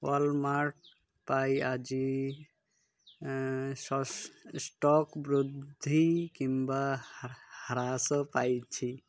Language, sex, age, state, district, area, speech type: Odia, male, 30-45, Odisha, Malkangiri, urban, read